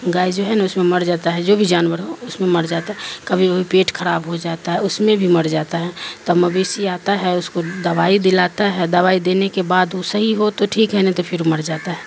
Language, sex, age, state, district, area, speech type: Urdu, female, 45-60, Bihar, Darbhanga, rural, spontaneous